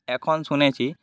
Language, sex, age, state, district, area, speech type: Bengali, male, 18-30, West Bengal, Jhargram, rural, spontaneous